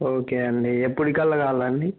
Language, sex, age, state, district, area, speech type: Telugu, female, 45-60, Andhra Pradesh, Kadapa, rural, conversation